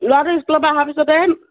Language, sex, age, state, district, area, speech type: Assamese, female, 30-45, Assam, Morigaon, rural, conversation